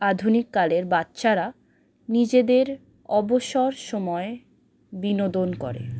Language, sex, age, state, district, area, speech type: Bengali, female, 18-30, West Bengal, Howrah, urban, spontaneous